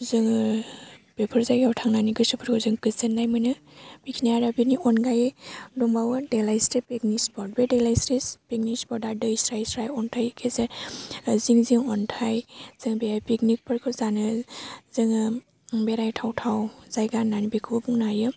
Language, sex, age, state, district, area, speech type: Bodo, female, 18-30, Assam, Baksa, rural, spontaneous